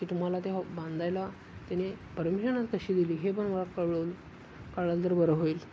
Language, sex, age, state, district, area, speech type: Marathi, male, 18-30, Maharashtra, Sangli, urban, spontaneous